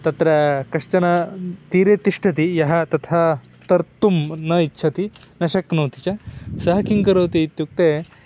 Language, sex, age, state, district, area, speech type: Sanskrit, male, 18-30, Karnataka, Uttara Kannada, rural, spontaneous